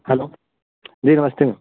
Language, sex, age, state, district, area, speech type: Hindi, male, 30-45, Uttar Pradesh, Ayodhya, rural, conversation